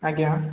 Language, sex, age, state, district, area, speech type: Odia, male, 18-30, Odisha, Puri, urban, conversation